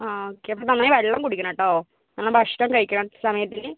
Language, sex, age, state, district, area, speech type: Malayalam, female, 60+, Kerala, Kozhikode, urban, conversation